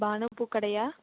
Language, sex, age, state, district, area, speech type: Tamil, female, 18-30, Tamil Nadu, Mayiladuthurai, urban, conversation